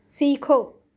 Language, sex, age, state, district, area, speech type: Urdu, female, 30-45, Telangana, Hyderabad, urban, read